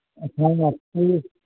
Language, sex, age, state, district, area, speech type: Urdu, male, 18-30, Bihar, Purnia, rural, conversation